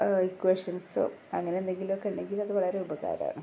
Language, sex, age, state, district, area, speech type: Malayalam, female, 45-60, Kerala, Kozhikode, rural, spontaneous